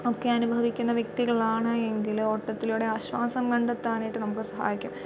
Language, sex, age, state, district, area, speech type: Malayalam, female, 18-30, Kerala, Alappuzha, rural, spontaneous